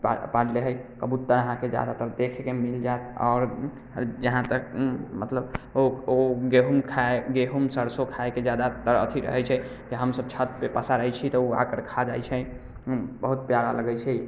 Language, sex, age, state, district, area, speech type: Maithili, male, 18-30, Bihar, Muzaffarpur, rural, spontaneous